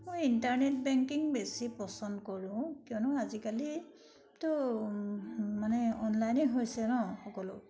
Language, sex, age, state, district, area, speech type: Assamese, female, 60+, Assam, Charaideo, urban, spontaneous